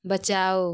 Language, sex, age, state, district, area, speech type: Hindi, female, 30-45, Uttar Pradesh, Mau, rural, read